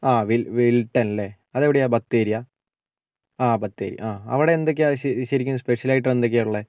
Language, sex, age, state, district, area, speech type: Malayalam, male, 18-30, Kerala, Wayanad, rural, spontaneous